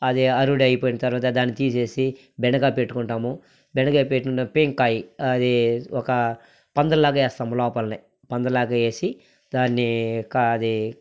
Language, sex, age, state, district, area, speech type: Telugu, male, 45-60, Andhra Pradesh, Sri Balaji, urban, spontaneous